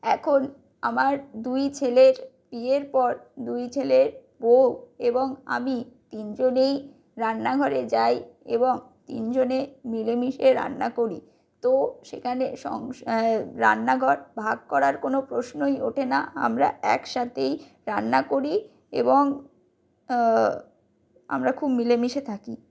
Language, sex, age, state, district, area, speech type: Bengali, female, 60+, West Bengal, Purulia, urban, spontaneous